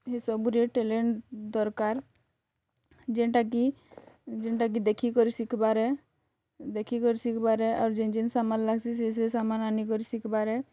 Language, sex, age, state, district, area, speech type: Odia, female, 18-30, Odisha, Bargarh, rural, spontaneous